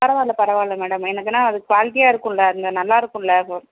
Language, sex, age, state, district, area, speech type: Tamil, female, 18-30, Tamil Nadu, Perambalur, rural, conversation